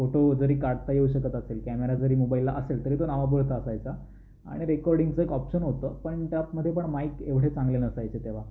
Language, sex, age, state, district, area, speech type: Marathi, male, 18-30, Maharashtra, Raigad, rural, spontaneous